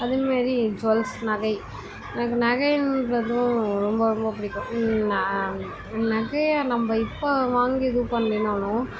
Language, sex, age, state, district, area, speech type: Tamil, female, 18-30, Tamil Nadu, Chennai, urban, spontaneous